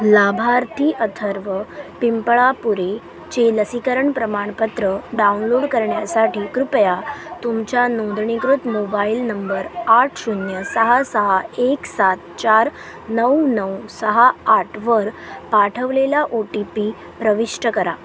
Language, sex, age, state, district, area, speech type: Marathi, female, 18-30, Maharashtra, Solapur, urban, read